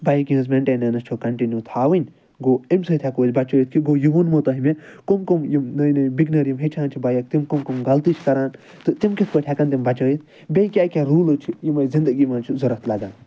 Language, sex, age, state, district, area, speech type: Kashmiri, male, 30-45, Jammu and Kashmir, Ganderbal, urban, spontaneous